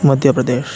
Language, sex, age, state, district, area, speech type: Gujarati, male, 18-30, Gujarat, Anand, rural, spontaneous